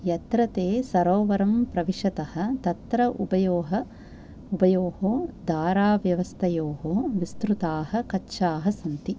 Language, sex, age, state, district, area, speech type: Sanskrit, female, 45-60, Tamil Nadu, Thanjavur, urban, read